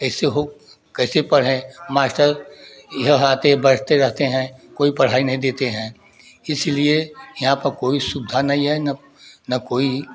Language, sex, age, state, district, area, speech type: Hindi, male, 60+, Uttar Pradesh, Prayagraj, rural, spontaneous